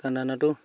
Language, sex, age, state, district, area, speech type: Assamese, male, 45-60, Assam, Sivasagar, rural, spontaneous